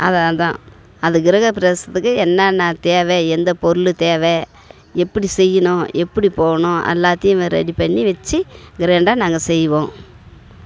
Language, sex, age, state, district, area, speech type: Tamil, female, 45-60, Tamil Nadu, Tiruvannamalai, urban, spontaneous